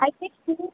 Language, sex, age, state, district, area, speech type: Telugu, female, 18-30, Telangana, Narayanpet, urban, conversation